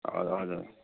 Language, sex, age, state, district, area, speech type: Nepali, male, 45-60, West Bengal, Kalimpong, rural, conversation